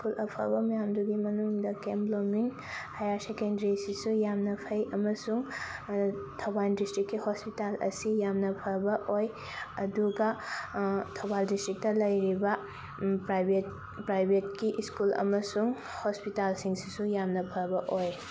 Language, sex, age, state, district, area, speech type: Manipuri, female, 18-30, Manipur, Thoubal, rural, spontaneous